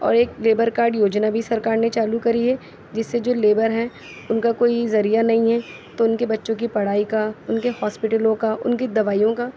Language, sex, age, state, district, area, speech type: Urdu, female, 30-45, Delhi, Central Delhi, urban, spontaneous